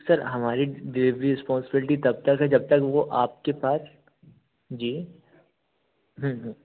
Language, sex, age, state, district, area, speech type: Hindi, male, 30-45, Madhya Pradesh, Jabalpur, urban, conversation